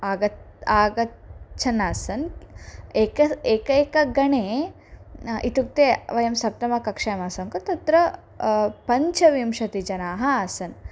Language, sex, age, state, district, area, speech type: Sanskrit, female, 18-30, Karnataka, Dharwad, urban, spontaneous